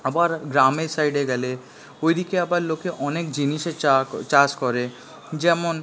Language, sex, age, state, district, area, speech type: Bengali, male, 18-30, West Bengal, Paschim Bardhaman, urban, spontaneous